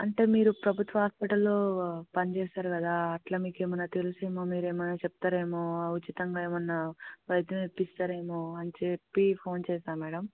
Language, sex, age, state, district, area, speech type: Telugu, female, 18-30, Telangana, Hyderabad, rural, conversation